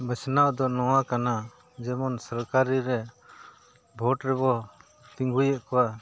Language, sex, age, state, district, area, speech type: Santali, male, 45-60, Jharkhand, Bokaro, rural, spontaneous